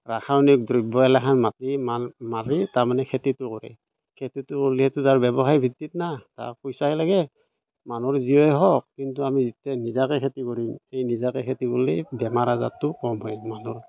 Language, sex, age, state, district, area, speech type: Assamese, male, 45-60, Assam, Barpeta, rural, spontaneous